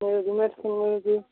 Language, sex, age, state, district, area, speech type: Odia, female, 45-60, Odisha, Angul, rural, conversation